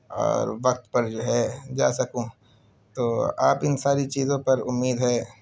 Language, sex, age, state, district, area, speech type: Urdu, male, 18-30, Uttar Pradesh, Siddharthnagar, rural, spontaneous